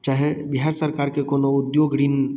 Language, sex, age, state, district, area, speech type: Maithili, male, 18-30, Bihar, Darbhanga, urban, spontaneous